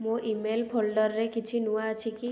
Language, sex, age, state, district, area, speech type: Odia, female, 18-30, Odisha, Puri, urban, read